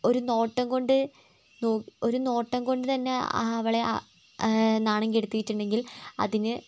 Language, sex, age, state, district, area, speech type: Malayalam, female, 18-30, Kerala, Wayanad, rural, spontaneous